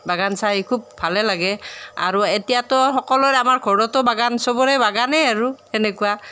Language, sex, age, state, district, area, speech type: Assamese, female, 30-45, Assam, Nalbari, rural, spontaneous